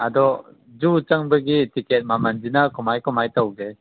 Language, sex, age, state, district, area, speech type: Manipuri, male, 18-30, Manipur, Kangpokpi, urban, conversation